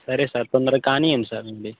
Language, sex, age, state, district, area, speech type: Telugu, male, 18-30, Telangana, Bhadradri Kothagudem, urban, conversation